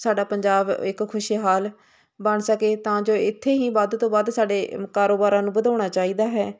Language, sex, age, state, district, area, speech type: Punjabi, female, 30-45, Punjab, Hoshiarpur, rural, spontaneous